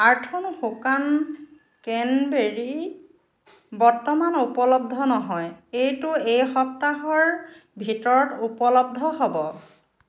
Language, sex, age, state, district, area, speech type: Assamese, female, 45-60, Assam, Dhemaji, rural, read